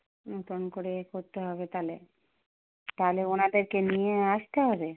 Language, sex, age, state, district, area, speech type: Bengali, female, 45-60, West Bengal, Dakshin Dinajpur, urban, conversation